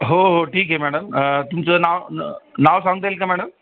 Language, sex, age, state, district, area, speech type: Marathi, male, 45-60, Maharashtra, Jalna, urban, conversation